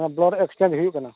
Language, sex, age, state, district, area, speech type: Santali, male, 45-60, Odisha, Mayurbhanj, rural, conversation